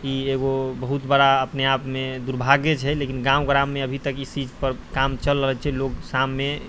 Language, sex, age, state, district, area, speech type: Maithili, male, 45-60, Bihar, Purnia, rural, spontaneous